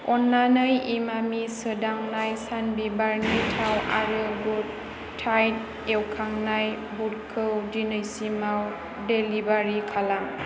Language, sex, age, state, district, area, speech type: Bodo, female, 18-30, Assam, Chirang, urban, read